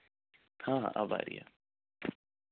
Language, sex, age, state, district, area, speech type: Dogri, male, 18-30, Jammu and Kashmir, Jammu, urban, conversation